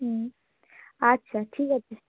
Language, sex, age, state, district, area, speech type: Bengali, female, 18-30, West Bengal, Cooch Behar, urban, conversation